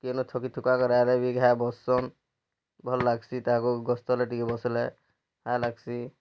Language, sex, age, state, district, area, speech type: Odia, male, 30-45, Odisha, Bargarh, rural, spontaneous